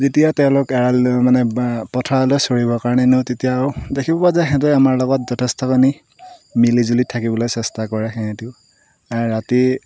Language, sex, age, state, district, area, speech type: Assamese, male, 18-30, Assam, Golaghat, urban, spontaneous